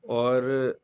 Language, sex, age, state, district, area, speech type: Urdu, male, 30-45, Delhi, Central Delhi, urban, spontaneous